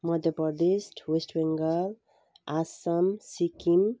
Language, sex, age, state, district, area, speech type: Nepali, female, 45-60, West Bengal, Jalpaiguri, rural, spontaneous